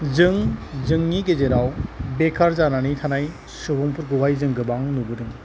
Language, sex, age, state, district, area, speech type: Bodo, male, 45-60, Assam, Kokrajhar, rural, spontaneous